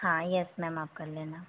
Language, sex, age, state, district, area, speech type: Hindi, female, 18-30, Madhya Pradesh, Hoshangabad, rural, conversation